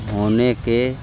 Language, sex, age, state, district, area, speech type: Urdu, male, 18-30, Uttar Pradesh, Muzaffarnagar, urban, spontaneous